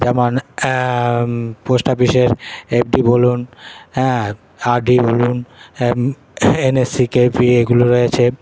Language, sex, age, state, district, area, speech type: Bengali, male, 30-45, West Bengal, Paschim Bardhaman, urban, spontaneous